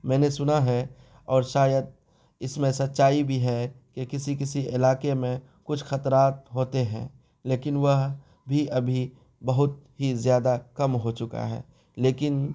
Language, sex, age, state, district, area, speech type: Urdu, male, 18-30, Bihar, Araria, rural, spontaneous